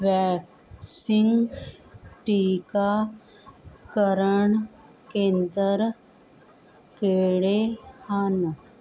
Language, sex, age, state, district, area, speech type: Punjabi, female, 45-60, Punjab, Mohali, urban, read